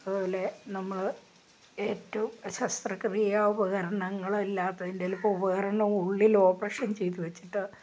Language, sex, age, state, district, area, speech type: Malayalam, female, 60+, Kerala, Malappuram, rural, spontaneous